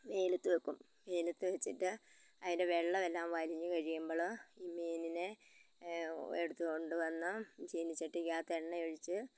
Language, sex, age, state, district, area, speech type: Malayalam, female, 60+, Kerala, Malappuram, rural, spontaneous